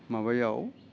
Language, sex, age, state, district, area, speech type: Bodo, male, 60+, Assam, Udalguri, urban, spontaneous